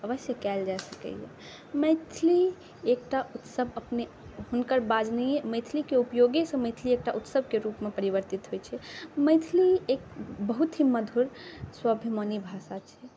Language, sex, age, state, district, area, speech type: Maithili, female, 18-30, Bihar, Saharsa, urban, spontaneous